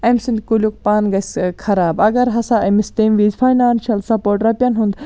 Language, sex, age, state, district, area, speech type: Kashmiri, female, 18-30, Jammu and Kashmir, Baramulla, rural, spontaneous